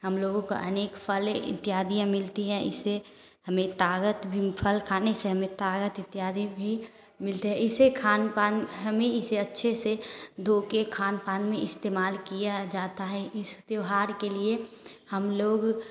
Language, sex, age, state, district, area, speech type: Hindi, female, 18-30, Bihar, Samastipur, rural, spontaneous